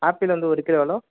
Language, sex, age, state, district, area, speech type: Tamil, male, 30-45, Tamil Nadu, Viluppuram, urban, conversation